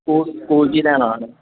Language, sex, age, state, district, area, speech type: Punjabi, male, 18-30, Punjab, Pathankot, urban, conversation